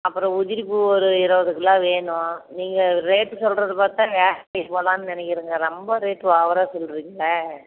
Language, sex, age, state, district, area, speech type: Tamil, female, 30-45, Tamil Nadu, Salem, rural, conversation